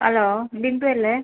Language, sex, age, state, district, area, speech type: Malayalam, female, 30-45, Kerala, Kasaragod, rural, conversation